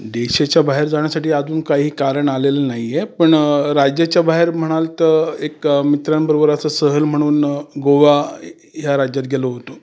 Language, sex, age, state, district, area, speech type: Marathi, male, 45-60, Maharashtra, Raigad, rural, spontaneous